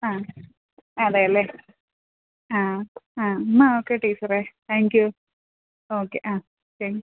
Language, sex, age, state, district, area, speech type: Malayalam, female, 30-45, Kerala, Idukki, rural, conversation